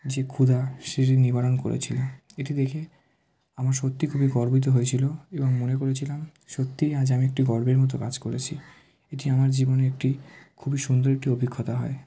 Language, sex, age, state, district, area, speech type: Bengali, male, 18-30, West Bengal, South 24 Parganas, rural, spontaneous